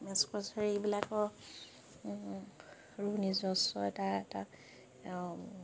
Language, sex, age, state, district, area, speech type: Assamese, female, 30-45, Assam, Sivasagar, rural, spontaneous